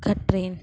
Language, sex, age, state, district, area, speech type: Tamil, female, 18-30, Tamil Nadu, Ranipet, urban, spontaneous